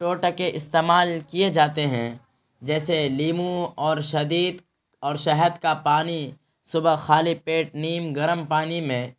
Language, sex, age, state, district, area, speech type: Urdu, male, 30-45, Bihar, Araria, rural, spontaneous